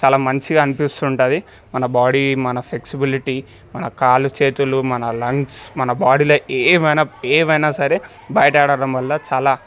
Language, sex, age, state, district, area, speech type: Telugu, male, 18-30, Telangana, Medchal, urban, spontaneous